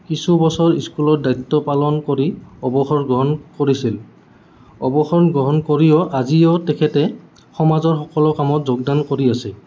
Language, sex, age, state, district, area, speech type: Assamese, male, 18-30, Assam, Goalpara, urban, spontaneous